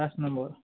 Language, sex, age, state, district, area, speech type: Assamese, male, 45-60, Assam, Biswanath, rural, conversation